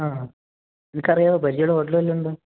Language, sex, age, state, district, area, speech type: Malayalam, male, 18-30, Kerala, Idukki, rural, conversation